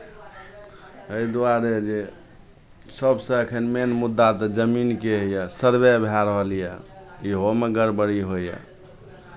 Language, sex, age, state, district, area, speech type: Maithili, male, 45-60, Bihar, Araria, rural, spontaneous